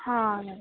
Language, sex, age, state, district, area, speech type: Marathi, female, 30-45, Maharashtra, Wardha, rural, conversation